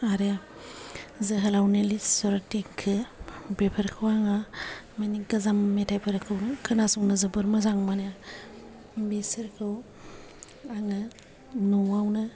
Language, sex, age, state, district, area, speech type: Bodo, female, 45-60, Assam, Kokrajhar, rural, spontaneous